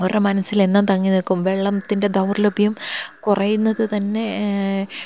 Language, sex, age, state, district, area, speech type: Malayalam, female, 30-45, Kerala, Thiruvananthapuram, urban, spontaneous